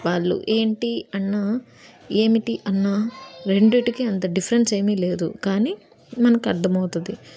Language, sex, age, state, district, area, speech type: Telugu, female, 18-30, Andhra Pradesh, Nellore, urban, spontaneous